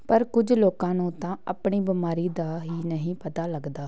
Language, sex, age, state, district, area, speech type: Punjabi, female, 18-30, Punjab, Patiala, rural, spontaneous